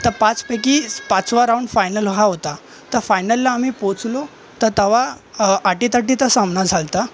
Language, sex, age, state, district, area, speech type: Marathi, male, 18-30, Maharashtra, Thane, urban, spontaneous